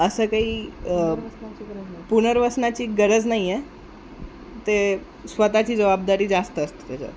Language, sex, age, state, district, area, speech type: Marathi, male, 18-30, Maharashtra, Wardha, urban, spontaneous